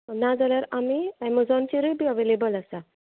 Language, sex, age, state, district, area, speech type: Goan Konkani, female, 45-60, Goa, Bardez, urban, conversation